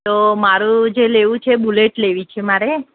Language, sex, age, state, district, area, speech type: Gujarati, female, 30-45, Gujarat, Ahmedabad, urban, conversation